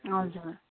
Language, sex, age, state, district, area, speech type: Nepali, female, 18-30, West Bengal, Kalimpong, rural, conversation